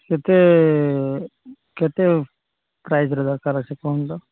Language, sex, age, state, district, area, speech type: Odia, male, 45-60, Odisha, Nuapada, urban, conversation